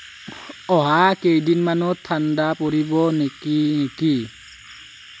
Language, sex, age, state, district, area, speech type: Assamese, male, 18-30, Assam, Nalbari, rural, read